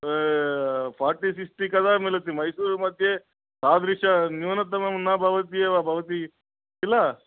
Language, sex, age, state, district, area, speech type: Sanskrit, male, 45-60, Andhra Pradesh, Guntur, urban, conversation